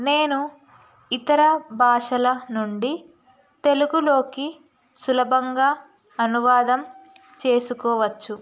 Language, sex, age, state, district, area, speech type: Telugu, female, 18-30, Telangana, Narayanpet, rural, spontaneous